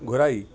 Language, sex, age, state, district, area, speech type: Sindhi, male, 60+, Delhi, South Delhi, urban, spontaneous